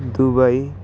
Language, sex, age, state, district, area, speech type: Nepali, male, 18-30, West Bengal, Alipurduar, urban, spontaneous